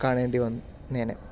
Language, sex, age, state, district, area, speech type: Malayalam, male, 18-30, Kerala, Palakkad, urban, spontaneous